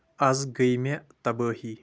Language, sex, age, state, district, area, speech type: Kashmiri, male, 18-30, Jammu and Kashmir, Shopian, urban, read